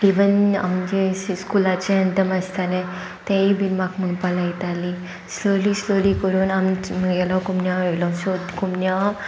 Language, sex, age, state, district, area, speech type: Goan Konkani, female, 18-30, Goa, Sanguem, rural, spontaneous